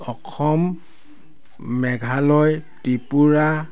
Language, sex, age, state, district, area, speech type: Assamese, male, 60+, Assam, Dibrugarh, rural, spontaneous